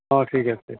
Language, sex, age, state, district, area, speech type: Assamese, male, 60+, Assam, Goalpara, urban, conversation